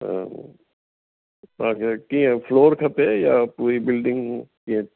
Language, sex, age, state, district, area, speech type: Sindhi, male, 60+, Delhi, South Delhi, urban, conversation